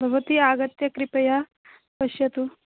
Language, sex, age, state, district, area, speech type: Sanskrit, female, 18-30, Assam, Biswanath, rural, conversation